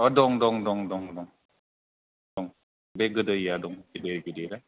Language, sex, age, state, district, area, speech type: Bodo, male, 30-45, Assam, Kokrajhar, rural, conversation